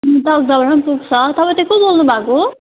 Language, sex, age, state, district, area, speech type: Nepali, female, 18-30, West Bengal, Darjeeling, rural, conversation